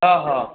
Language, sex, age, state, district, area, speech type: Odia, male, 45-60, Odisha, Nuapada, urban, conversation